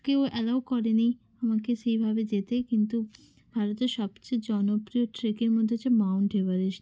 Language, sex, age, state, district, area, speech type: Bengali, female, 30-45, West Bengal, Hooghly, urban, spontaneous